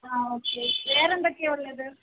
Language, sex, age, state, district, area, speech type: Malayalam, female, 18-30, Kerala, Alappuzha, rural, conversation